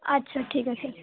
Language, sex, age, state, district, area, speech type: Bengali, female, 18-30, West Bengal, Hooghly, urban, conversation